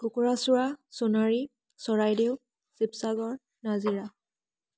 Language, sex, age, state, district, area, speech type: Assamese, female, 18-30, Assam, Charaideo, rural, spontaneous